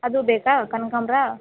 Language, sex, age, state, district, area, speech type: Kannada, female, 18-30, Karnataka, Kolar, rural, conversation